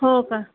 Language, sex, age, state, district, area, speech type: Marathi, female, 30-45, Maharashtra, Thane, urban, conversation